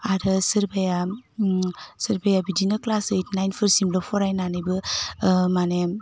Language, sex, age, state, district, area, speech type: Bodo, female, 18-30, Assam, Udalguri, rural, spontaneous